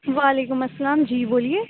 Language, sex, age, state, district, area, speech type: Urdu, female, 18-30, Uttar Pradesh, Aligarh, urban, conversation